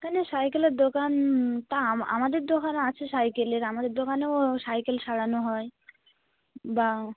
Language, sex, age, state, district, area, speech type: Bengali, female, 45-60, West Bengal, Dakshin Dinajpur, urban, conversation